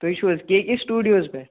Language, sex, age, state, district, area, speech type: Kashmiri, male, 18-30, Jammu and Kashmir, Baramulla, rural, conversation